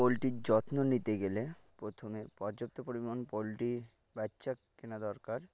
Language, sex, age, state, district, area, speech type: Bengali, male, 18-30, West Bengal, Birbhum, urban, spontaneous